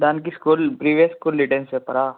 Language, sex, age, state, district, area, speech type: Telugu, male, 18-30, Andhra Pradesh, Kurnool, urban, conversation